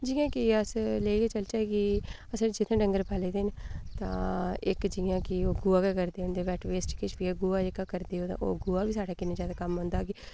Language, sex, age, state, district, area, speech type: Dogri, female, 30-45, Jammu and Kashmir, Udhampur, rural, spontaneous